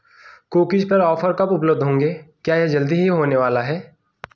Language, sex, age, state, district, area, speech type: Hindi, male, 18-30, Uttar Pradesh, Jaunpur, rural, read